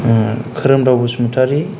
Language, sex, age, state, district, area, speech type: Bodo, male, 30-45, Assam, Kokrajhar, rural, spontaneous